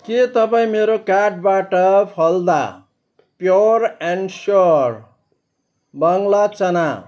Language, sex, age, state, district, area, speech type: Nepali, male, 60+, West Bengal, Kalimpong, rural, read